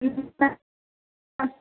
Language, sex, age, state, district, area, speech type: Sanskrit, female, 18-30, Kerala, Thrissur, urban, conversation